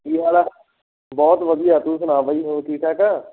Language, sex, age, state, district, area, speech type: Punjabi, male, 45-60, Punjab, Barnala, rural, conversation